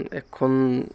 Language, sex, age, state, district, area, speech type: Assamese, male, 18-30, Assam, Dibrugarh, rural, spontaneous